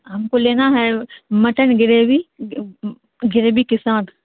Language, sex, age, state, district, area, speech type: Urdu, female, 18-30, Bihar, Saharsa, rural, conversation